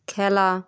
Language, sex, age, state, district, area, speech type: Bengali, female, 60+, West Bengal, Purba Medinipur, rural, read